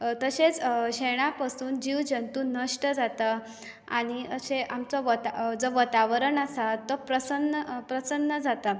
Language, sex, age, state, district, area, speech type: Goan Konkani, female, 18-30, Goa, Bardez, rural, spontaneous